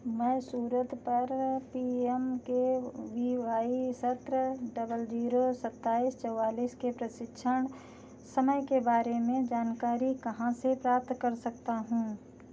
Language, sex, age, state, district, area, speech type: Hindi, female, 60+, Uttar Pradesh, Sitapur, rural, read